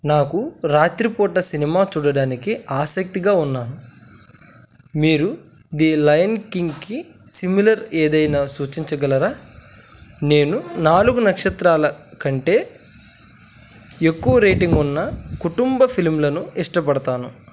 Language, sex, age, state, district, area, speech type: Telugu, male, 18-30, Andhra Pradesh, Krishna, rural, read